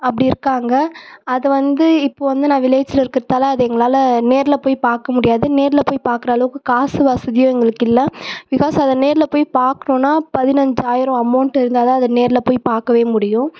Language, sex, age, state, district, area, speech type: Tamil, female, 18-30, Tamil Nadu, Tiruvannamalai, rural, spontaneous